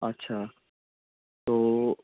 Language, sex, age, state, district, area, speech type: Bengali, male, 18-30, West Bengal, Malda, rural, conversation